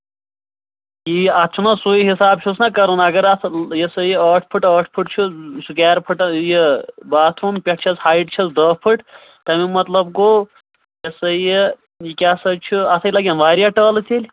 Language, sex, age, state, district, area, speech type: Kashmiri, male, 30-45, Jammu and Kashmir, Anantnag, rural, conversation